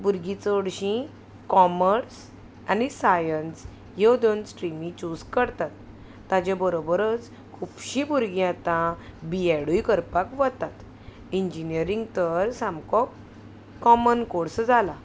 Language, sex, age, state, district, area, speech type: Goan Konkani, female, 30-45, Goa, Salcete, rural, spontaneous